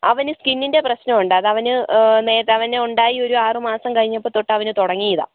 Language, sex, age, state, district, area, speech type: Malayalam, female, 30-45, Kerala, Idukki, rural, conversation